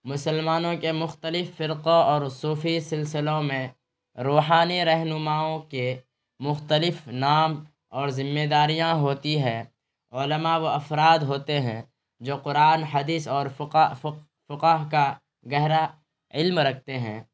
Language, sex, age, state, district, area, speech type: Urdu, male, 30-45, Bihar, Araria, rural, spontaneous